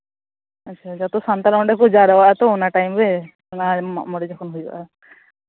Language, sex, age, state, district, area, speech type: Santali, female, 30-45, West Bengal, Paschim Bardhaman, rural, conversation